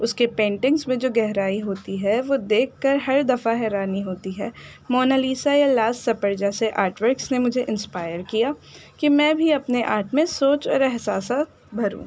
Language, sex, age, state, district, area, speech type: Urdu, female, 18-30, Delhi, North East Delhi, urban, spontaneous